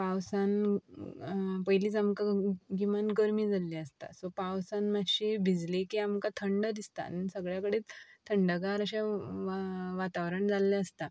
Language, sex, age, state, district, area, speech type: Goan Konkani, female, 18-30, Goa, Ponda, rural, spontaneous